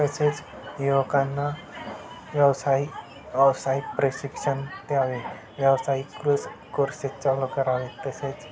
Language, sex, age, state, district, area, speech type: Marathi, male, 18-30, Maharashtra, Satara, urban, spontaneous